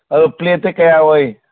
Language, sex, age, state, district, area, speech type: Manipuri, male, 45-60, Manipur, Churachandpur, urban, conversation